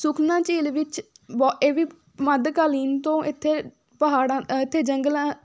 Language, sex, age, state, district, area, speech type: Punjabi, female, 18-30, Punjab, Fatehgarh Sahib, rural, spontaneous